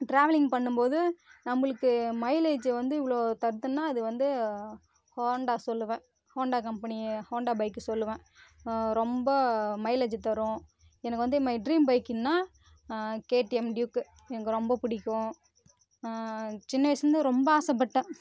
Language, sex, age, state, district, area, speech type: Tamil, female, 18-30, Tamil Nadu, Kallakurichi, rural, spontaneous